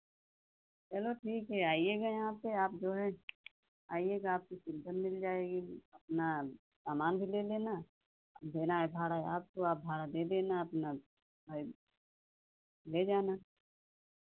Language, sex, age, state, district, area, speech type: Hindi, female, 30-45, Uttar Pradesh, Pratapgarh, rural, conversation